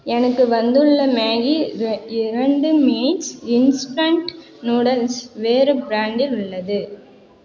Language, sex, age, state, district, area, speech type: Tamil, female, 18-30, Tamil Nadu, Cuddalore, rural, read